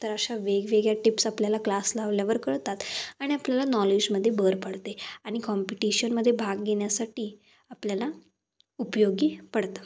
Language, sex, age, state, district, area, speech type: Marathi, female, 18-30, Maharashtra, Kolhapur, rural, spontaneous